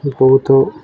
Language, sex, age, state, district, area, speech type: Odia, male, 18-30, Odisha, Nabarangpur, urban, spontaneous